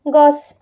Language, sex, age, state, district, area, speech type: Assamese, female, 18-30, Assam, Lakhimpur, rural, read